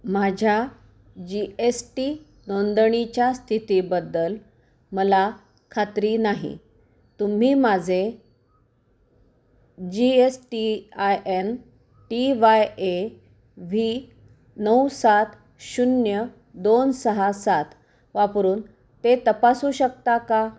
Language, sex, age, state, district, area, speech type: Marathi, female, 45-60, Maharashtra, Osmanabad, rural, read